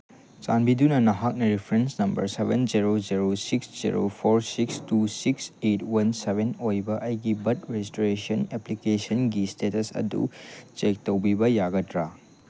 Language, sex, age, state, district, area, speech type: Manipuri, male, 18-30, Manipur, Chandel, rural, read